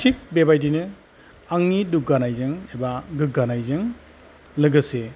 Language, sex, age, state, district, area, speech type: Bodo, male, 45-60, Assam, Kokrajhar, rural, spontaneous